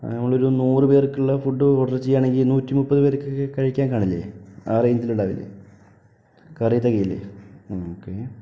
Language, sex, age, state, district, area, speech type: Malayalam, male, 18-30, Kerala, Palakkad, rural, spontaneous